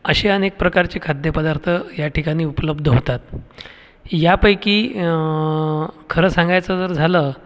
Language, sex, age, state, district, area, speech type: Marathi, male, 45-60, Maharashtra, Buldhana, urban, spontaneous